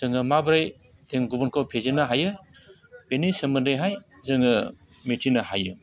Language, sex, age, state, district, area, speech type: Bodo, male, 45-60, Assam, Chirang, rural, spontaneous